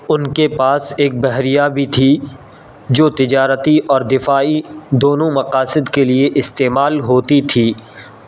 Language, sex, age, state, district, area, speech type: Urdu, male, 18-30, Uttar Pradesh, Saharanpur, urban, read